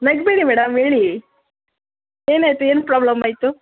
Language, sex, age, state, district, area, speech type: Kannada, female, 30-45, Karnataka, Kolar, urban, conversation